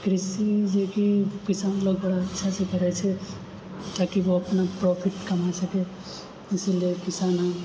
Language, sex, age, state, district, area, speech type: Maithili, male, 60+, Bihar, Purnia, rural, spontaneous